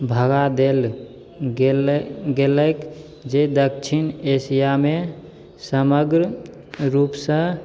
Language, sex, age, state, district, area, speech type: Maithili, male, 18-30, Bihar, Begusarai, urban, read